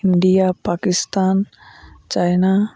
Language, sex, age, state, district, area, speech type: Santali, male, 18-30, West Bengal, Uttar Dinajpur, rural, spontaneous